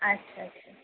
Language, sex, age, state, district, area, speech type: Bengali, female, 30-45, West Bengal, Kolkata, urban, conversation